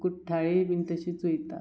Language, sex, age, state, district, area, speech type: Goan Konkani, female, 45-60, Goa, Murmgao, rural, spontaneous